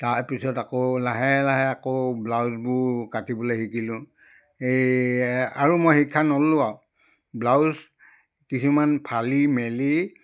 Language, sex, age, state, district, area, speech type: Assamese, male, 60+, Assam, Charaideo, rural, spontaneous